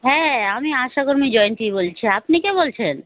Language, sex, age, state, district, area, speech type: Bengali, female, 30-45, West Bengal, Alipurduar, rural, conversation